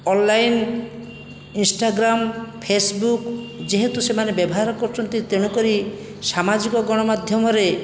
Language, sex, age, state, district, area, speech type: Odia, male, 60+, Odisha, Jajpur, rural, spontaneous